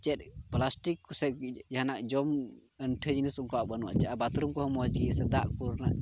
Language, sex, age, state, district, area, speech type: Santali, male, 18-30, Jharkhand, Pakur, rural, spontaneous